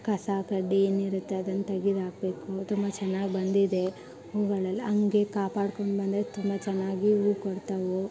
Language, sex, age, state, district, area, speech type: Kannada, female, 18-30, Karnataka, Koppal, urban, spontaneous